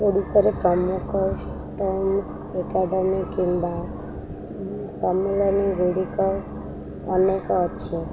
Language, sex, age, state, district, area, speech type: Odia, female, 18-30, Odisha, Sundergarh, urban, spontaneous